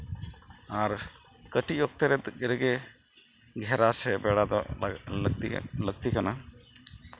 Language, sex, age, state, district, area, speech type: Santali, male, 45-60, West Bengal, Uttar Dinajpur, rural, spontaneous